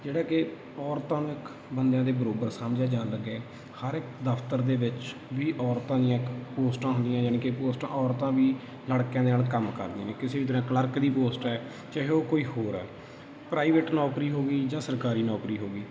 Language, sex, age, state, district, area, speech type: Punjabi, male, 30-45, Punjab, Bathinda, rural, spontaneous